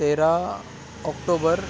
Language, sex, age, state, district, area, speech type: Marathi, male, 30-45, Maharashtra, Thane, urban, spontaneous